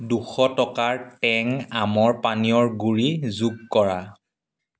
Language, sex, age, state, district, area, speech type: Assamese, male, 30-45, Assam, Dibrugarh, rural, read